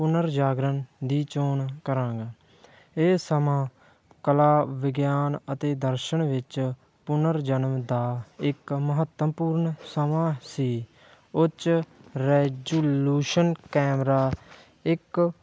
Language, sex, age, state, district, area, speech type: Punjabi, male, 30-45, Punjab, Barnala, urban, spontaneous